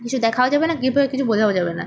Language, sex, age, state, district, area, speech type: Bengali, female, 30-45, West Bengal, Nadia, rural, spontaneous